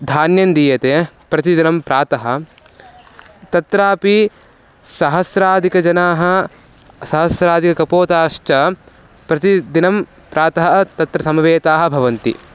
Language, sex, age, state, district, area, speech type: Sanskrit, male, 18-30, Karnataka, Mysore, urban, spontaneous